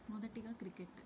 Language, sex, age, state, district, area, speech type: Telugu, female, 30-45, Andhra Pradesh, Nellore, urban, spontaneous